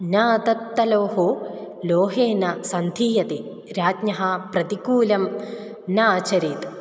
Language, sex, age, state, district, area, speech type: Sanskrit, female, 18-30, Kerala, Kozhikode, urban, spontaneous